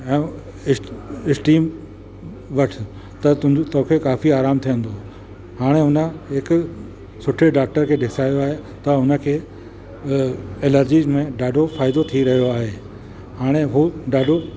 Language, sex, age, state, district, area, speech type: Sindhi, male, 60+, Uttar Pradesh, Lucknow, urban, spontaneous